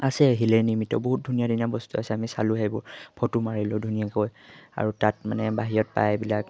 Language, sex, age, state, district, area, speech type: Assamese, male, 18-30, Assam, Majuli, urban, spontaneous